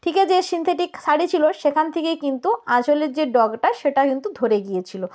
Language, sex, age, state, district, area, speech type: Bengali, female, 30-45, West Bengal, North 24 Parganas, rural, spontaneous